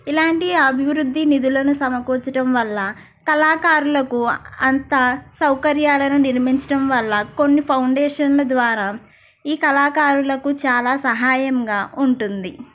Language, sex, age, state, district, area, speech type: Telugu, female, 18-30, Andhra Pradesh, East Godavari, rural, spontaneous